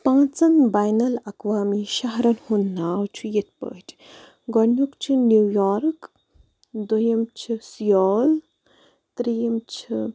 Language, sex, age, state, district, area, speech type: Kashmiri, female, 18-30, Jammu and Kashmir, Bandipora, rural, spontaneous